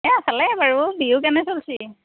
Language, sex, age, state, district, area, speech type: Assamese, female, 45-60, Assam, Darrang, rural, conversation